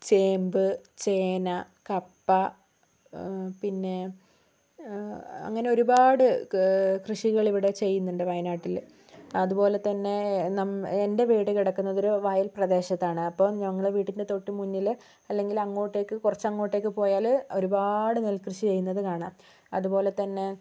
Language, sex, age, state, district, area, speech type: Malayalam, female, 60+, Kerala, Wayanad, rural, spontaneous